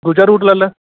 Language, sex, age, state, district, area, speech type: Punjabi, male, 45-60, Punjab, Kapurthala, urban, conversation